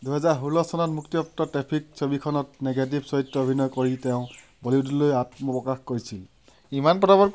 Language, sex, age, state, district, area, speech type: Assamese, female, 60+, Assam, Sivasagar, rural, read